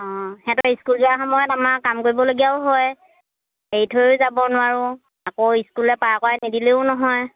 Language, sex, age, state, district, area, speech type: Assamese, female, 30-45, Assam, Lakhimpur, rural, conversation